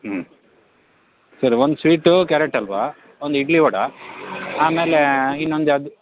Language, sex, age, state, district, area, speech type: Kannada, male, 45-60, Karnataka, Shimoga, rural, conversation